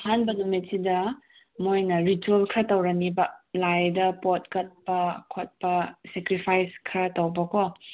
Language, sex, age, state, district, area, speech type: Manipuri, female, 18-30, Manipur, Senapati, urban, conversation